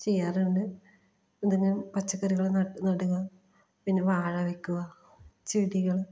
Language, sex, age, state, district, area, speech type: Malayalam, female, 30-45, Kerala, Kasaragod, rural, spontaneous